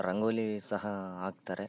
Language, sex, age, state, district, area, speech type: Kannada, male, 18-30, Karnataka, Bellary, rural, spontaneous